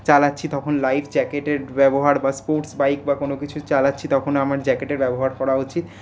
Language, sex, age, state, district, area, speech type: Bengali, male, 18-30, West Bengal, Paschim Bardhaman, urban, spontaneous